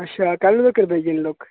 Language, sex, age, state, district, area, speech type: Dogri, male, 18-30, Jammu and Kashmir, Udhampur, rural, conversation